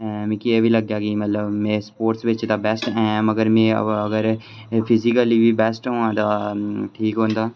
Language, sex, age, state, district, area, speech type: Dogri, male, 18-30, Jammu and Kashmir, Udhampur, rural, spontaneous